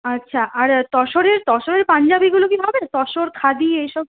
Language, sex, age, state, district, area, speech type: Bengali, female, 18-30, West Bengal, Purulia, rural, conversation